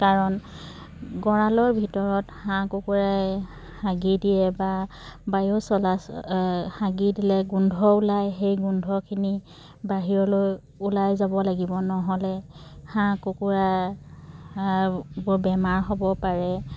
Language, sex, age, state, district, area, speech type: Assamese, female, 30-45, Assam, Charaideo, rural, spontaneous